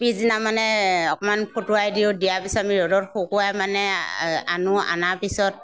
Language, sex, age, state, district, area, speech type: Assamese, female, 60+, Assam, Morigaon, rural, spontaneous